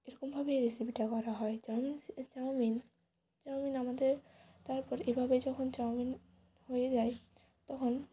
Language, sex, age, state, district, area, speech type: Bengali, female, 18-30, West Bengal, Jalpaiguri, rural, spontaneous